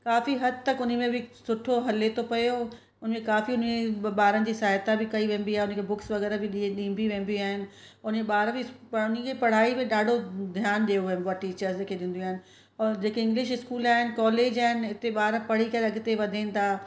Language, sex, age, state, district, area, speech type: Sindhi, female, 45-60, Uttar Pradesh, Lucknow, urban, spontaneous